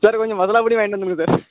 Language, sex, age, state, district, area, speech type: Tamil, male, 18-30, Tamil Nadu, Thoothukudi, rural, conversation